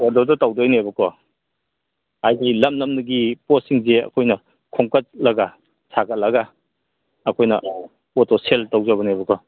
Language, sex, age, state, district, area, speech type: Manipuri, male, 45-60, Manipur, Kangpokpi, urban, conversation